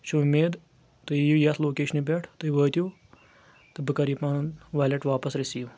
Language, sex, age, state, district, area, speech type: Kashmiri, male, 18-30, Jammu and Kashmir, Anantnag, rural, spontaneous